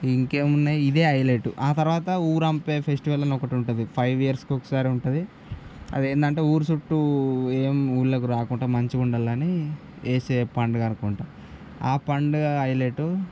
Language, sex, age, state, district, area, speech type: Telugu, male, 18-30, Telangana, Nirmal, rural, spontaneous